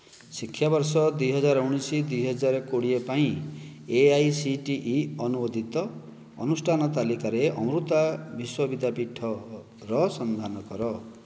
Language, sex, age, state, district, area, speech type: Odia, male, 45-60, Odisha, Kandhamal, rural, read